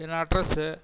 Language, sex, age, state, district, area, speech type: Tamil, male, 60+, Tamil Nadu, Cuddalore, rural, spontaneous